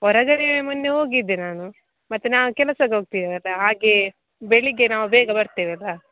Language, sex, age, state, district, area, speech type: Kannada, female, 18-30, Karnataka, Dakshina Kannada, rural, conversation